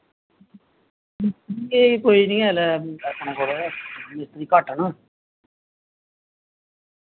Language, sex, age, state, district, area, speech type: Dogri, male, 30-45, Jammu and Kashmir, Samba, rural, conversation